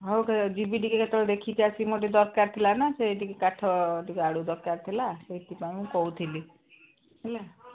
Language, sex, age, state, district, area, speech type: Odia, female, 60+, Odisha, Gajapati, rural, conversation